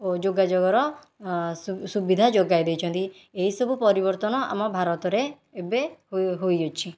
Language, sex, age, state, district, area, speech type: Odia, female, 18-30, Odisha, Khordha, rural, spontaneous